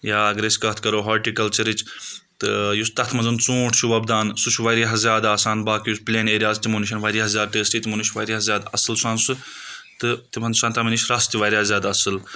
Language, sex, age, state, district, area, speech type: Kashmiri, male, 18-30, Jammu and Kashmir, Budgam, rural, spontaneous